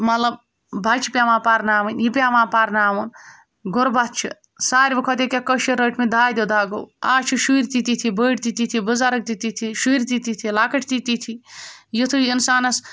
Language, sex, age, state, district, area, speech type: Kashmiri, female, 45-60, Jammu and Kashmir, Ganderbal, rural, spontaneous